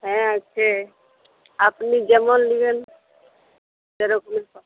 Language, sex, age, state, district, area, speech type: Bengali, female, 30-45, West Bengal, Uttar Dinajpur, rural, conversation